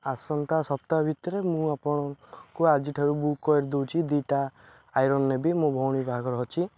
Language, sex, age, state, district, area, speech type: Odia, male, 18-30, Odisha, Jagatsinghpur, urban, spontaneous